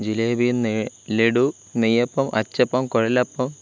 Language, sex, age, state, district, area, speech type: Malayalam, male, 18-30, Kerala, Thiruvananthapuram, rural, spontaneous